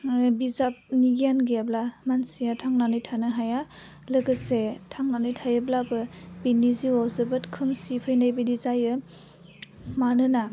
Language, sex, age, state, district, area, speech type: Bodo, female, 18-30, Assam, Udalguri, urban, spontaneous